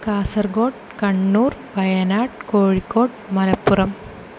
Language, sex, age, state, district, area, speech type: Malayalam, female, 18-30, Kerala, Thrissur, urban, spontaneous